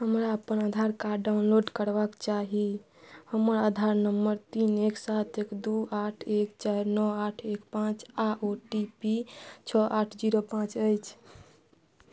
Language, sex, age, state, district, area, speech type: Maithili, female, 30-45, Bihar, Madhubani, rural, read